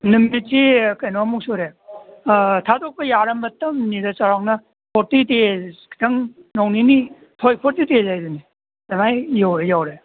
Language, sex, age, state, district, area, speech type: Manipuri, male, 60+, Manipur, Imphal East, rural, conversation